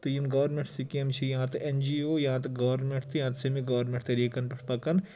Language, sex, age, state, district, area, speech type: Kashmiri, male, 18-30, Jammu and Kashmir, Kulgam, rural, spontaneous